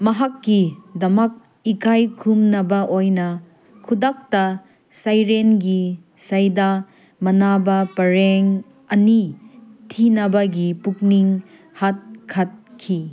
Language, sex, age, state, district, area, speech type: Manipuri, female, 30-45, Manipur, Senapati, urban, read